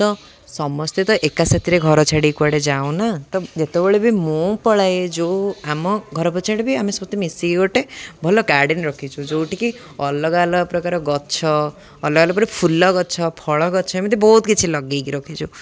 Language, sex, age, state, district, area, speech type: Odia, male, 18-30, Odisha, Jagatsinghpur, rural, spontaneous